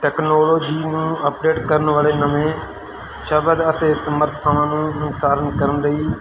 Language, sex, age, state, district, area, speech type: Punjabi, male, 30-45, Punjab, Mansa, urban, spontaneous